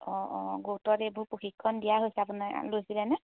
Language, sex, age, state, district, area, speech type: Assamese, female, 18-30, Assam, Majuli, urban, conversation